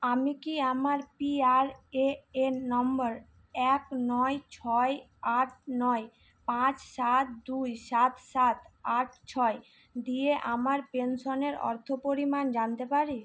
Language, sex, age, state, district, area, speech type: Bengali, female, 18-30, West Bengal, Malda, urban, read